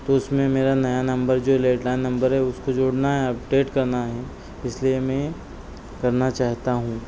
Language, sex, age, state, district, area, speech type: Hindi, male, 30-45, Madhya Pradesh, Harda, urban, spontaneous